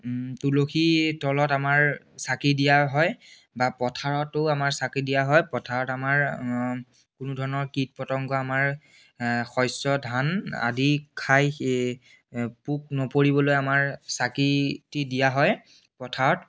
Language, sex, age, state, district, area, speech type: Assamese, male, 18-30, Assam, Biswanath, rural, spontaneous